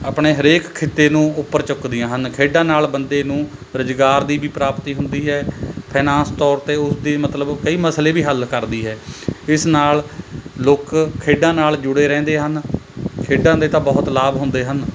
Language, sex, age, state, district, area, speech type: Punjabi, male, 30-45, Punjab, Mohali, rural, spontaneous